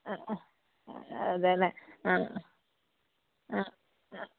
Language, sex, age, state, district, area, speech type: Malayalam, female, 45-60, Kerala, Kasaragod, rural, conversation